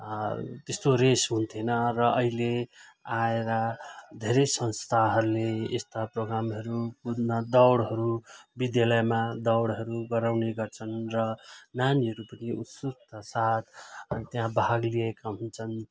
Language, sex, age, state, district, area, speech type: Nepali, male, 45-60, West Bengal, Jalpaiguri, urban, spontaneous